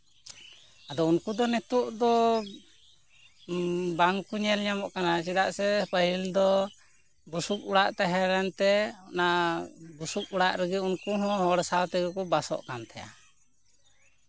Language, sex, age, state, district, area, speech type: Santali, male, 30-45, West Bengal, Purba Bardhaman, rural, spontaneous